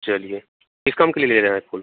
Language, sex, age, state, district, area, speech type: Hindi, male, 45-60, Bihar, Begusarai, urban, conversation